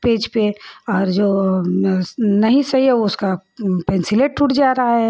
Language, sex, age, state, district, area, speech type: Hindi, female, 30-45, Uttar Pradesh, Ghazipur, rural, spontaneous